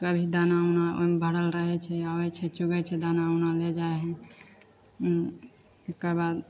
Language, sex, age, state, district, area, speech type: Maithili, female, 18-30, Bihar, Begusarai, urban, spontaneous